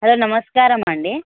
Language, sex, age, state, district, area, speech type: Telugu, female, 18-30, Telangana, Hyderabad, rural, conversation